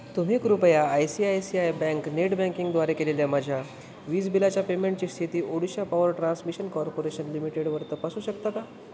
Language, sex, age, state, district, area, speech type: Marathi, male, 18-30, Maharashtra, Wardha, urban, read